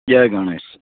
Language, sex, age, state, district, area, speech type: Gujarati, male, 60+, Gujarat, Narmada, urban, conversation